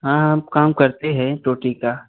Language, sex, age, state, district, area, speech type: Hindi, male, 18-30, Uttar Pradesh, Jaunpur, rural, conversation